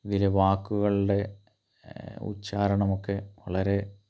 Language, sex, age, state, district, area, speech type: Malayalam, male, 30-45, Kerala, Pathanamthitta, rural, spontaneous